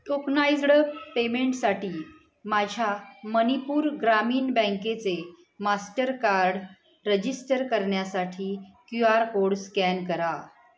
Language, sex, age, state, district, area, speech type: Marathi, female, 30-45, Maharashtra, Satara, rural, read